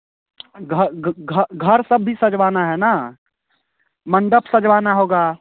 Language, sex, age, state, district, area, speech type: Hindi, male, 30-45, Bihar, Muzaffarpur, rural, conversation